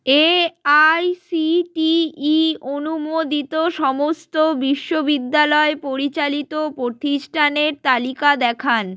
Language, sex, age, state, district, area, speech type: Bengali, female, 18-30, West Bengal, North 24 Parganas, rural, read